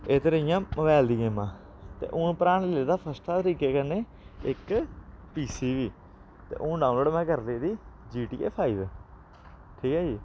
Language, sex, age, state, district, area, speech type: Dogri, male, 18-30, Jammu and Kashmir, Samba, urban, spontaneous